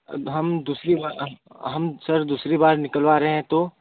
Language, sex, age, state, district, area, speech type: Hindi, male, 18-30, Uttar Pradesh, Varanasi, rural, conversation